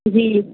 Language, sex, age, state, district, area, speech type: Urdu, male, 18-30, Delhi, Central Delhi, urban, conversation